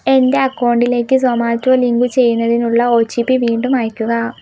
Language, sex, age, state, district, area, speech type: Malayalam, female, 18-30, Kerala, Kozhikode, urban, read